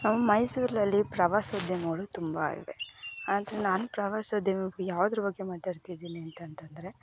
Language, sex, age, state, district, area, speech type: Kannada, female, 18-30, Karnataka, Mysore, rural, spontaneous